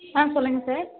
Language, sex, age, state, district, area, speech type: Tamil, male, 30-45, Tamil Nadu, Tiruchirappalli, rural, conversation